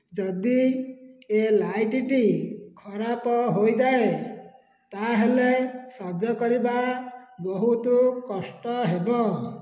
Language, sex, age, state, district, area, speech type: Odia, male, 60+, Odisha, Dhenkanal, rural, spontaneous